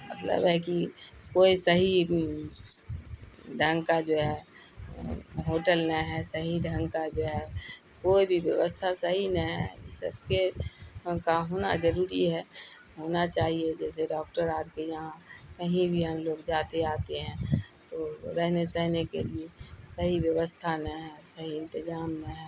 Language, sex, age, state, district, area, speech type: Urdu, female, 60+, Bihar, Khagaria, rural, spontaneous